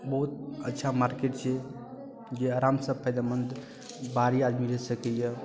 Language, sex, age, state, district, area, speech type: Maithili, male, 18-30, Bihar, Darbhanga, rural, spontaneous